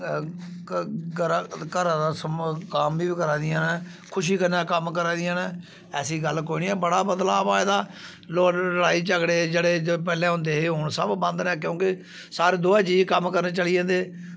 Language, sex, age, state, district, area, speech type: Dogri, male, 45-60, Jammu and Kashmir, Samba, rural, spontaneous